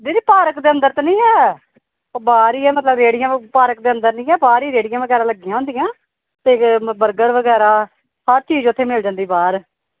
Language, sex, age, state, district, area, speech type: Punjabi, female, 30-45, Punjab, Gurdaspur, urban, conversation